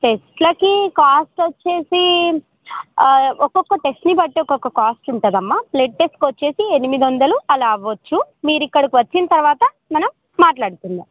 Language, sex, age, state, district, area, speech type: Telugu, female, 18-30, Telangana, Khammam, urban, conversation